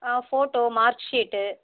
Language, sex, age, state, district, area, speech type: Tamil, female, 45-60, Tamil Nadu, Tiruvarur, rural, conversation